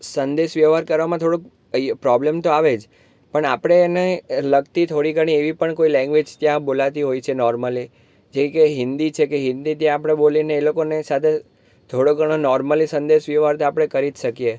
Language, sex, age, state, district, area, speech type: Gujarati, male, 18-30, Gujarat, Surat, urban, spontaneous